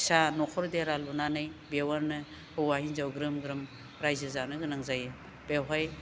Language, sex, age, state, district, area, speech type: Bodo, female, 60+, Assam, Baksa, urban, spontaneous